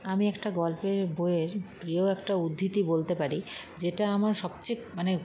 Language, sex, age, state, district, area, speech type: Bengali, female, 30-45, West Bengal, Paschim Bardhaman, rural, spontaneous